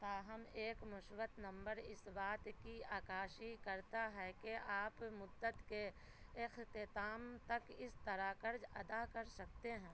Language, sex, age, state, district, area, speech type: Urdu, female, 45-60, Bihar, Supaul, rural, read